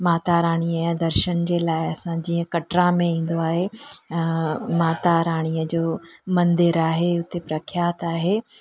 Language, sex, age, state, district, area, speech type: Sindhi, female, 45-60, Gujarat, Junagadh, urban, spontaneous